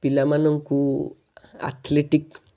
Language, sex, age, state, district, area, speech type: Odia, male, 18-30, Odisha, Balasore, rural, spontaneous